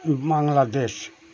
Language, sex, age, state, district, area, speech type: Bengali, male, 60+, West Bengal, Birbhum, urban, spontaneous